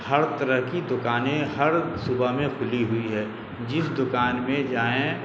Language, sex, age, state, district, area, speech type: Urdu, male, 45-60, Bihar, Darbhanga, urban, spontaneous